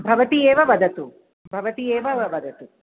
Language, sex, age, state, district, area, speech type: Sanskrit, female, 45-60, Andhra Pradesh, Krishna, urban, conversation